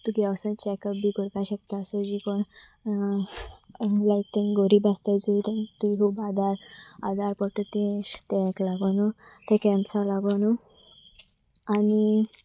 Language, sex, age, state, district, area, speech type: Goan Konkani, female, 18-30, Goa, Sanguem, rural, spontaneous